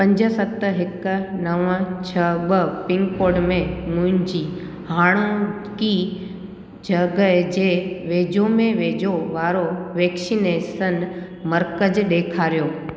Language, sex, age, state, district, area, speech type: Sindhi, female, 18-30, Gujarat, Junagadh, urban, read